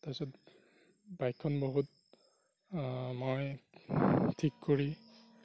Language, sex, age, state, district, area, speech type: Assamese, male, 45-60, Assam, Darrang, rural, spontaneous